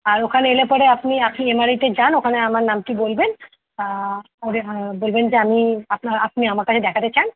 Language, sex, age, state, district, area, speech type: Bengali, female, 30-45, West Bengal, Kolkata, urban, conversation